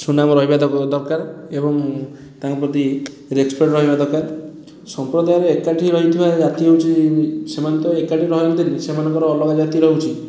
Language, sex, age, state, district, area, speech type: Odia, male, 30-45, Odisha, Puri, urban, spontaneous